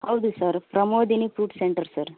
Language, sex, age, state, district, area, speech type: Kannada, female, 30-45, Karnataka, Vijayanagara, rural, conversation